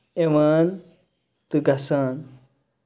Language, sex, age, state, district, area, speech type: Kashmiri, male, 18-30, Jammu and Kashmir, Kupwara, rural, spontaneous